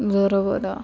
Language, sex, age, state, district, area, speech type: Marathi, female, 30-45, Maharashtra, Nanded, urban, spontaneous